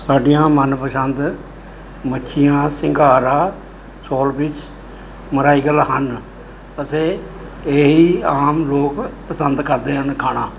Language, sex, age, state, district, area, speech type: Punjabi, male, 60+, Punjab, Mohali, urban, spontaneous